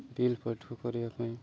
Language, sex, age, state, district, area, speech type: Odia, male, 30-45, Odisha, Nabarangpur, urban, spontaneous